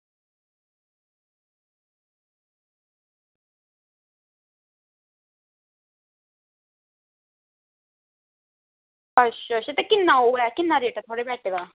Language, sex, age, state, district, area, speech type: Dogri, female, 18-30, Jammu and Kashmir, Samba, rural, conversation